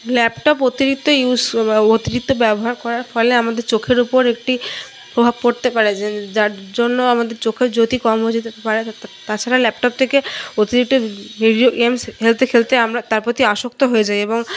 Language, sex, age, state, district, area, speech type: Bengali, female, 30-45, West Bengal, Paschim Bardhaman, urban, spontaneous